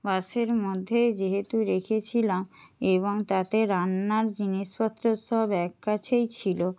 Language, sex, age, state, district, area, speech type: Bengali, female, 60+, West Bengal, Jhargram, rural, spontaneous